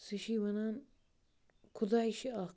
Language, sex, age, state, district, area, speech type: Kashmiri, male, 18-30, Jammu and Kashmir, Kupwara, rural, spontaneous